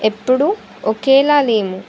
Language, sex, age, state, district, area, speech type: Telugu, female, 18-30, Andhra Pradesh, Sri Satya Sai, urban, spontaneous